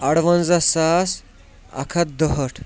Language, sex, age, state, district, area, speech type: Kashmiri, male, 30-45, Jammu and Kashmir, Kulgam, rural, spontaneous